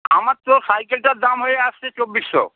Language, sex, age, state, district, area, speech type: Bengali, male, 60+, West Bengal, Darjeeling, rural, conversation